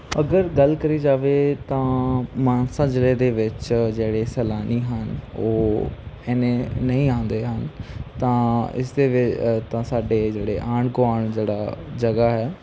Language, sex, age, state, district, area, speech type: Punjabi, male, 18-30, Punjab, Mansa, rural, spontaneous